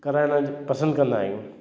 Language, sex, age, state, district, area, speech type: Sindhi, male, 60+, Delhi, South Delhi, urban, spontaneous